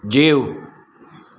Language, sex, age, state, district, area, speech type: Sindhi, male, 45-60, Maharashtra, Mumbai Suburban, urban, read